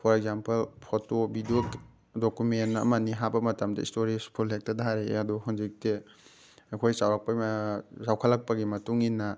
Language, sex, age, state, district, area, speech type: Manipuri, male, 30-45, Manipur, Thoubal, rural, spontaneous